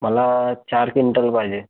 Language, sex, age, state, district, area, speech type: Marathi, male, 18-30, Maharashtra, Buldhana, rural, conversation